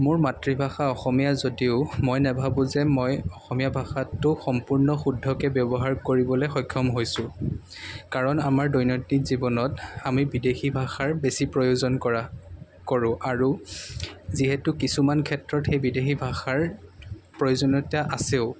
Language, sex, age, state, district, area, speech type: Assamese, male, 18-30, Assam, Jorhat, urban, spontaneous